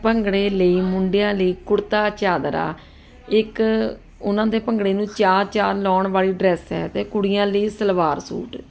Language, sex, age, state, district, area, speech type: Punjabi, female, 30-45, Punjab, Ludhiana, urban, spontaneous